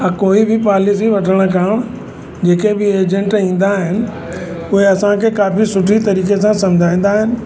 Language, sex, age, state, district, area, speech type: Sindhi, male, 60+, Uttar Pradesh, Lucknow, rural, spontaneous